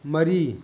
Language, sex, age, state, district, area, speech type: Manipuri, male, 30-45, Manipur, Thoubal, rural, read